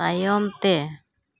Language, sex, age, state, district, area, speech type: Santali, female, 30-45, West Bengal, Uttar Dinajpur, rural, read